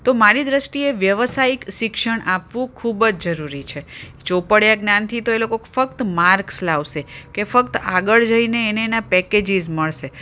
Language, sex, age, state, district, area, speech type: Gujarati, female, 45-60, Gujarat, Ahmedabad, urban, spontaneous